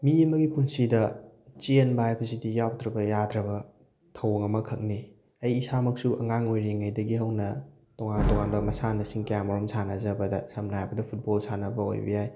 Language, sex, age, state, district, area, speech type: Manipuri, male, 18-30, Manipur, Thoubal, rural, spontaneous